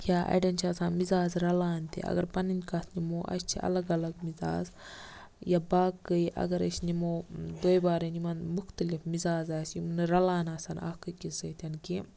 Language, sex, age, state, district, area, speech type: Kashmiri, female, 18-30, Jammu and Kashmir, Baramulla, rural, spontaneous